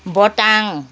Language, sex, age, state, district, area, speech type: Nepali, female, 60+, West Bengal, Kalimpong, rural, spontaneous